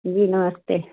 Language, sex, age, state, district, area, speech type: Hindi, female, 60+, Uttar Pradesh, Sitapur, rural, conversation